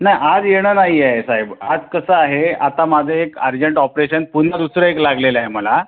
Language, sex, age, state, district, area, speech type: Marathi, male, 30-45, Maharashtra, Raigad, rural, conversation